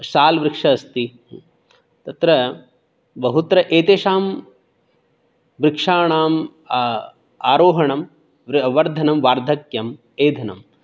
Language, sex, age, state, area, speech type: Sanskrit, male, 30-45, Rajasthan, urban, spontaneous